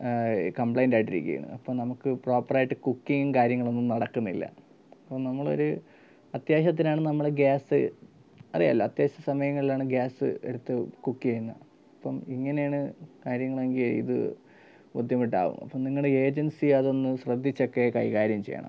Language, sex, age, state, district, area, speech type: Malayalam, male, 18-30, Kerala, Thiruvananthapuram, rural, spontaneous